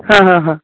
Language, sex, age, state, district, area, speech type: Kannada, male, 18-30, Karnataka, Uttara Kannada, rural, conversation